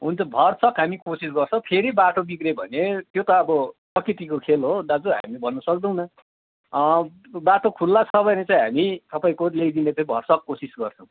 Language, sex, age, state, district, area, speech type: Nepali, male, 45-60, West Bengal, Kalimpong, rural, conversation